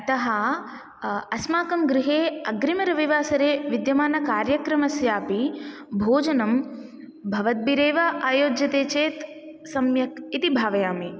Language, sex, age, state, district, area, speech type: Sanskrit, female, 18-30, Tamil Nadu, Kanchipuram, urban, spontaneous